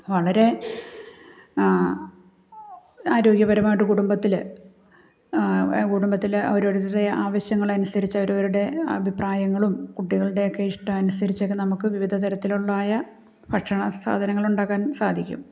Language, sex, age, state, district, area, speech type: Malayalam, female, 45-60, Kerala, Malappuram, rural, spontaneous